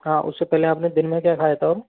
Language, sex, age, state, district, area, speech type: Hindi, male, 30-45, Rajasthan, Karauli, rural, conversation